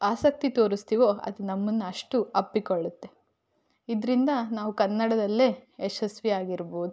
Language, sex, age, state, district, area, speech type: Kannada, female, 18-30, Karnataka, Davanagere, rural, spontaneous